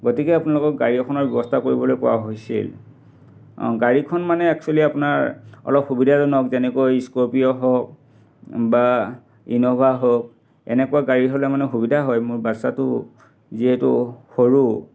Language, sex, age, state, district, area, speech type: Assamese, male, 45-60, Assam, Dhemaji, urban, spontaneous